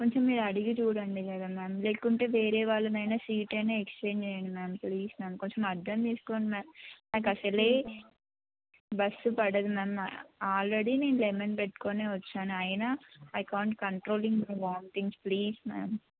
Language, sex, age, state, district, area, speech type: Telugu, female, 18-30, Telangana, Mahabubabad, rural, conversation